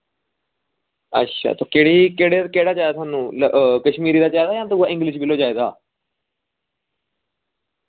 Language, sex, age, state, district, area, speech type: Dogri, male, 18-30, Jammu and Kashmir, Samba, rural, conversation